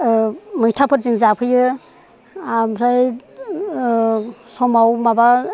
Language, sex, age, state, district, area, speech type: Bodo, female, 60+, Assam, Chirang, rural, spontaneous